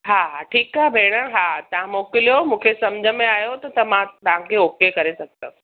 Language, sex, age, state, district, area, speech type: Sindhi, female, 45-60, Gujarat, Surat, urban, conversation